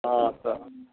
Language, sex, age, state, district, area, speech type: Maithili, male, 45-60, Bihar, Supaul, rural, conversation